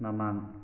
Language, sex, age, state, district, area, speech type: Manipuri, male, 45-60, Manipur, Thoubal, rural, read